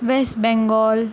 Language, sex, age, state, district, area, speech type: Kashmiri, female, 18-30, Jammu and Kashmir, Kupwara, urban, spontaneous